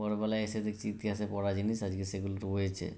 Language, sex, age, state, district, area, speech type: Bengali, male, 30-45, West Bengal, Howrah, urban, spontaneous